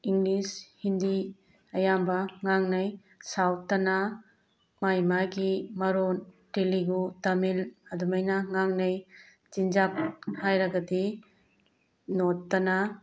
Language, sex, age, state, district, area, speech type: Manipuri, female, 45-60, Manipur, Tengnoupal, urban, spontaneous